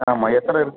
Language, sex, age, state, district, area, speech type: Tamil, male, 45-60, Tamil Nadu, Thanjavur, urban, conversation